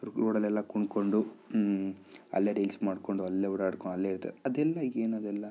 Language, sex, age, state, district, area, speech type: Kannada, male, 30-45, Karnataka, Bidar, rural, spontaneous